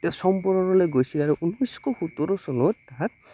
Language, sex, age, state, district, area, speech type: Assamese, male, 18-30, Assam, Goalpara, rural, spontaneous